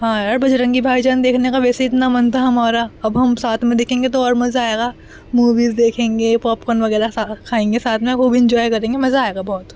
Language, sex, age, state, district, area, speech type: Urdu, female, 18-30, Delhi, North East Delhi, urban, spontaneous